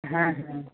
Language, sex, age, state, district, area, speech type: Bengali, male, 18-30, West Bengal, Purba Medinipur, rural, conversation